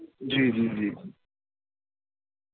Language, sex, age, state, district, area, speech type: Urdu, male, 45-60, Delhi, South Delhi, urban, conversation